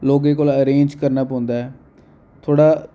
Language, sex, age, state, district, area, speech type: Dogri, male, 30-45, Jammu and Kashmir, Jammu, urban, spontaneous